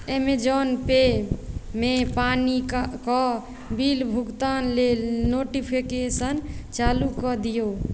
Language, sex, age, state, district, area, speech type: Maithili, female, 18-30, Bihar, Madhubani, rural, read